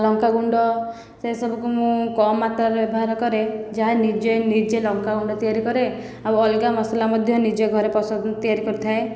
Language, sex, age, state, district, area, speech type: Odia, female, 18-30, Odisha, Khordha, rural, spontaneous